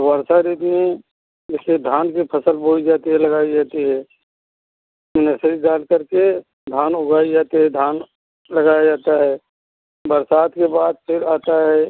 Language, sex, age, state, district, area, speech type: Hindi, male, 60+, Uttar Pradesh, Jaunpur, rural, conversation